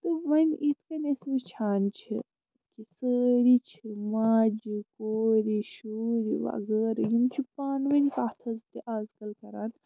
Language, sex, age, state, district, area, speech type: Kashmiri, female, 45-60, Jammu and Kashmir, Srinagar, urban, spontaneous